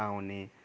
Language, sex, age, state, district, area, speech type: Nepali, male, 30-45, West Bengal, Kalimpong, rural, spontaneous